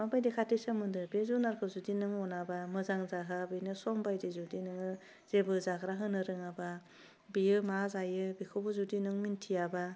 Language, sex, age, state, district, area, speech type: Bodo, female, 30-45, Assam, Udalguri, urban, spontaneous